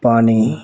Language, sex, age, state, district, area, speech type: Punjabi, male, 45-60, Punjab, Tarn Taran, rural, spontaneous